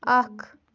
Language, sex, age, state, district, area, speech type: Kashmiri, female, 18-30, Jammu and Kashmir, Baramulla, rural, read